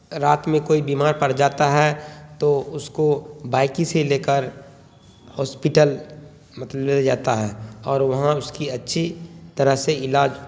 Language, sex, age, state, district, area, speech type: Urdu, male, 30-45, Bihar, Khagaria, rural, spontaneous